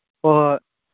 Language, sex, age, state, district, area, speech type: Manipuri, male, 18-30, Manipur, Churachandpur, rural, conversation